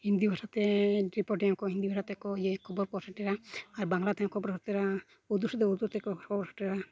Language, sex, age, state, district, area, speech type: Santali, male, 18-30, Jharkhand, East Singhbhum, rural, spontaneous